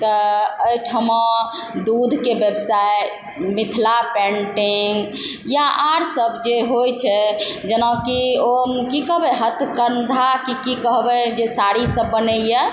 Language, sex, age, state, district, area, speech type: Maithili, male, 45-60, Bihar, Supaul, rural, spontaneous